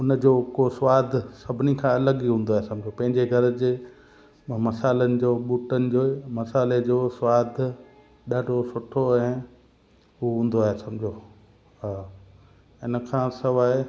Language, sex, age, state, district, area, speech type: Sindhi, male, 45-60, Gujarat, Kutch, rural, spontaneous